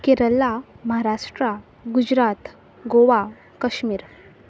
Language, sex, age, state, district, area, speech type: Goan Konkani, female, 18-30, Goa, Quepem, rural, spontaneous